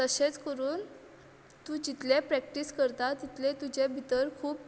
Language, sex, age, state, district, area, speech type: Goan Konkani, female, 18-30, Goa, Quepem, urban, spontaneous